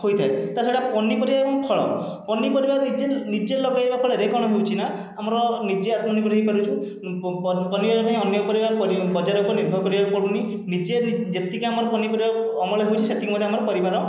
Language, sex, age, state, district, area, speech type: Odia, male, 30-45, Odisha, Khordha, rural, spontaneous